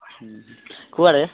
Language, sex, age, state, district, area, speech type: Odia, male, 18-30, Odisha, Nabarangpur, urban, conversation